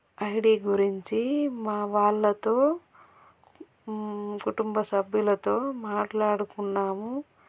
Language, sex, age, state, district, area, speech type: Telugu, female, 30-45, Telangana, Peddapalli, urban, spontaneous